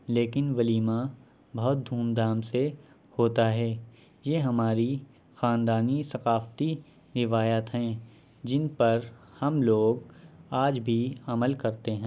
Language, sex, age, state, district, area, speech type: Urdu, male, 18-30, Uttar Pradesh, Shahjahanpur, rural, spontaneous